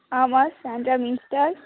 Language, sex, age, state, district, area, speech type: Tamil, female, 18-30, Tamil Nadu, Thoothukudi, rural, conversation